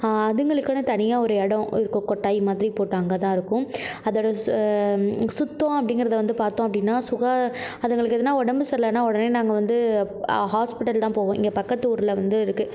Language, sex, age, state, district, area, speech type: Tamil, female, 45-60, Tamil Nadu, Mayiladuthurai, rural, spontaneous